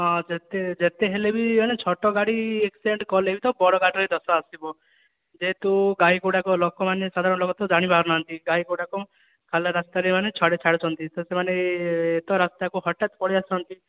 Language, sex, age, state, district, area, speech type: Odia, male, 18-30, Odisha, Kandhamal, rural, conversation